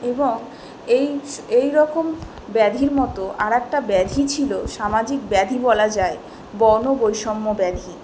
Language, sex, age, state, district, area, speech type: Bengali, female, 18-30, West Bengal, South 24 Parganas, urban, spontaneous